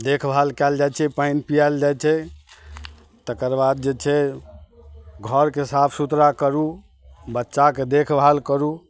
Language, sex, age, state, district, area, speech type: Maithili, male, 45-60, Bihar, Madhubani, rural, spontaneous